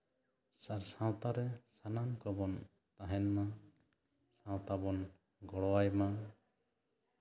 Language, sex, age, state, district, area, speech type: Santali, male, 30-45, West Bengal, Jhargram, rural, spontaneous